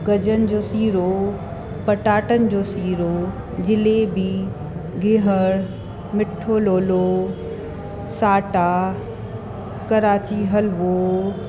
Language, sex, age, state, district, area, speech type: Sindhi, female, 45-60, Uttar Pradesh, Lucknow, urban, spontaneous